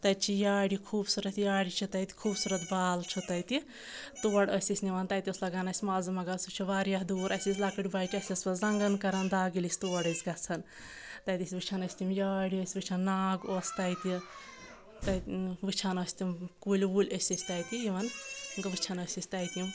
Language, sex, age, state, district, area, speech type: Kashmiri, female, 30-45, Jammu and Kashmir, Anantnag, rural, spontaneous